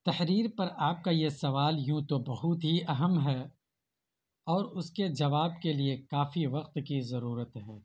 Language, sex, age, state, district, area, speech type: Urdu, male, 18-30, Bihar, Purnia, rural, spontaneous